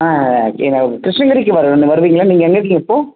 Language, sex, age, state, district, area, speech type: Tamil, male, 18-30, Tamil Nadu, Dharmapuri, rural, conversation